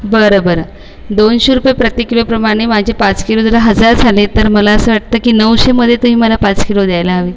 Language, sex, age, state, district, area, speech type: Marathi, female, 30-45, Maharashtra, Buldhana, urban, spontaneous